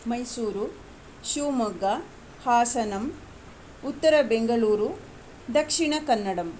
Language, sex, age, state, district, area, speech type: Sanskrit, female, 45-60, Karnataka, Shimoga, urban, spontaneous